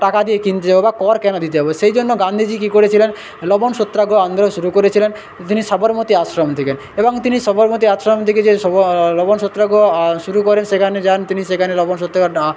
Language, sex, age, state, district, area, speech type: Bengali, male, 18-30, West Bengal, Paschim Medinipur, rural, spontaneous